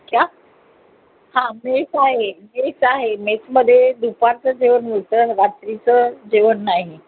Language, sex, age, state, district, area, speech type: Marathi, female, 45-60, Maharashtra, Mumbai Suburban, urban, conversation